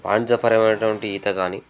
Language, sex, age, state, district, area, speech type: Telugu, male, 30-45, Telangana, Jangaon, rural, spontaneous